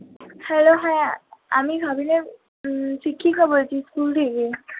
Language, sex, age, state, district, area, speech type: Bengali, female, 18-30, West Bengal, Purba Bardhaman, urban, conversation